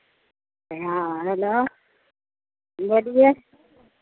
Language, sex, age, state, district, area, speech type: Hindi, female, 45-60, Bihar, Madhepura, rural, conversation